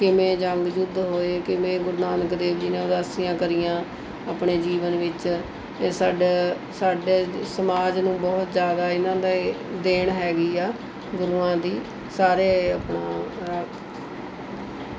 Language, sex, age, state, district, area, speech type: Punjabi, female, 45-60, Punjab, Mohali, urban, spontaneous